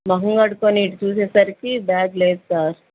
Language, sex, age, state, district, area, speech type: Telugu, female, 30-45, Andhra Pradesh, Bapatla, urban, conversation